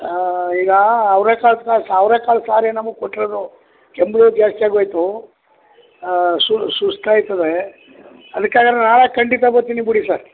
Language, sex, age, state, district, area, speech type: Kannada, male, 60+, Karnataka, Chamarajanagar, rural, conversation